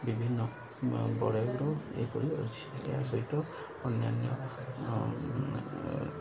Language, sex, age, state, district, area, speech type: Odia, male, 45-60, Odisha, Koraput, urban, spontaneous